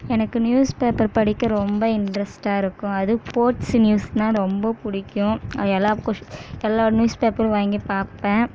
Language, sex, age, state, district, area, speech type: Tamil, female, 18-30, Tamil Nadu, Kallakurichi, rural, spontaneous